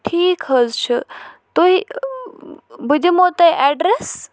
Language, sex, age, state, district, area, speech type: Kashmiri, female, 45-60, Jammu and Kashmir, Bandipora, rural, spontaneous